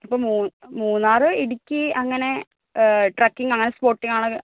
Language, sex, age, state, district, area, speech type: Malayalam, female, 18-30, Kerala, Wayanad, rural, conversation